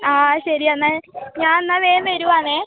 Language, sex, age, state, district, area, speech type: Malayalam, female, 18-30, Kerala, Kasaragod, urban, conversation